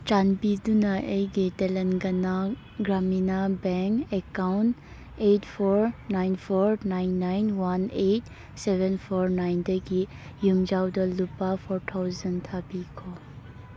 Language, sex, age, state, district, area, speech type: Manipuri, female, 18-30, Manipur, Churachandpur, rural, read